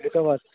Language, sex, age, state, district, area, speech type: Bengali, male, 18-30, West Bengal, Cooch Behar, urban, conversation